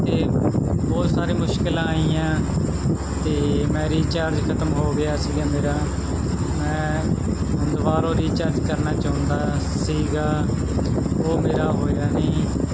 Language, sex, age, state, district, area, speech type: Punjabi, male, 18-30, Punjab, Muktsar, urban, spontaneous